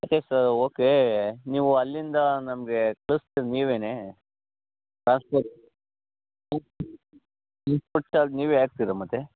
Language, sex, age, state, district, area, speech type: Kannada, male, 60+, Karnataka, Bangalore Rural, urban, conversation